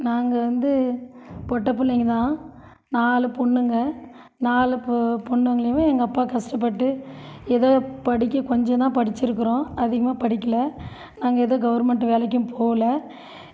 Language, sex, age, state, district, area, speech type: Tamil, female, 45-60, Tamil Nadu, Krishnagiri, rural, spontaneous